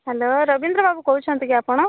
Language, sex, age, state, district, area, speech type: Odia, female, 18-30, Odisha, Rayagada, rural, conversation